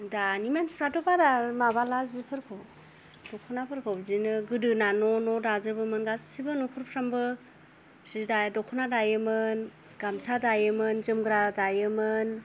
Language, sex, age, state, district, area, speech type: Bodo, female, 45-60, Assam, Kokrajhar, rural, spontaneous